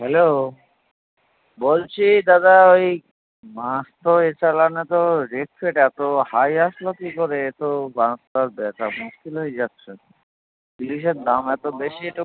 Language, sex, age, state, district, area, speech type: Bengali, male, 30-45, West Bengal, Howrah, urban, conversation